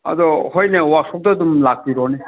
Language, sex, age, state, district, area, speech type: Manipuri, male, 45-60, Manipur, Kangpokpi, urban, conversation